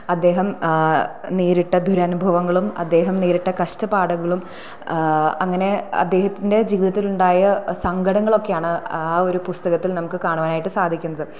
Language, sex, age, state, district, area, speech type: Malayalam, female, 18-30, Kerala, Thrissur, rural, spontaneous